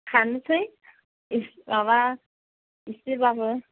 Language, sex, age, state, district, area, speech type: Bodo, female, 45-60, Assam, Chirang, urban, conversation